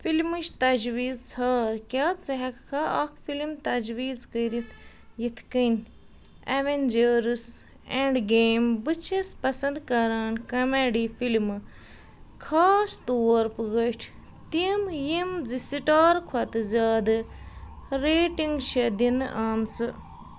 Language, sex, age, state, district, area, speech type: Kashmiri, female, 30-45, Jammu and Kashmir, Ganderbal, rural, read